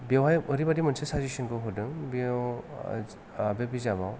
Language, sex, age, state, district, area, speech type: Bodo, male, 30-45, Assam, Kokrajhar, rural, spontaneous